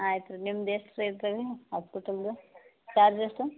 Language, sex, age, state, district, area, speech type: Kannada, female, 60+, Karnataka, Belgaum, rural, conversation